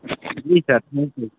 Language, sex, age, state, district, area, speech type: Hindi, male, 18-30, Uttar Pradesh, Sonbhadra, rural, conversation